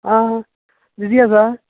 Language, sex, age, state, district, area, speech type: Goan Konkani, male, 30-45, Goa, Canacona, rural, conversation